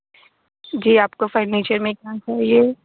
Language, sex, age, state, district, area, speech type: Urdu, female, 18-30, Delhi, North East Delhi, urban, conversation